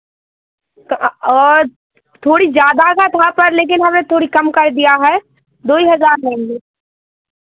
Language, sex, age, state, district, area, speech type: Hindi, female, 18-30, Madhya Pradesh, Seoni, urban, conversation